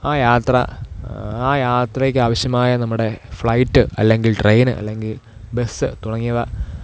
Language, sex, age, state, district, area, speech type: Malayalam, male, 18-30, Kerala, Thiruvananthapuram, rural, spontaneous